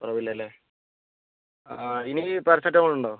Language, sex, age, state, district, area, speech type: Malayalam, male, 60+, Kerala, Kozhikode, urban, conversation